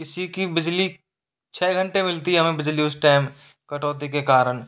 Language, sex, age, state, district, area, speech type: Hindi, male, 45-60, Rajasthan, Jaipur, urban, spontaneous